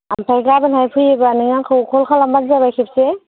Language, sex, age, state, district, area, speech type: Bodo, female, 18-30, Assam, Kokrajhar, rural, conversation